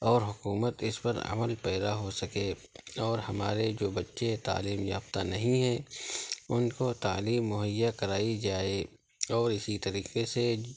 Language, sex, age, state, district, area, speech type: Urdu, male, 45-60, Uttar Pradesh, Lucknow, rural, spontaneous